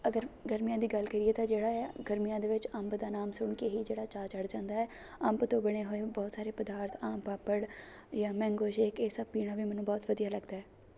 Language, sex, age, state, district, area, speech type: Punjabi, female, 18-30, Punjab, Shaheed Bhagat Singh Nagar, rural, spontaneous